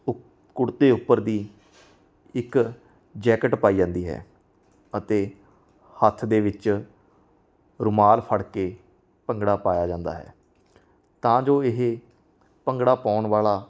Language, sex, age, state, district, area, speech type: Punjabi, male, 30-45, Punjab, Mansa, rural, spontaneous